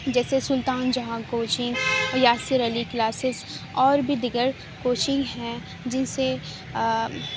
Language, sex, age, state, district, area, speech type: Urdu, female, 30-45, Uttar Pradesh, Aligarh, rural, spontaneous